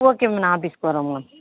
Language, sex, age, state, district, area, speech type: Tamil, female, 45-60, Tamil Nadu, Nilgiris, rural, conversation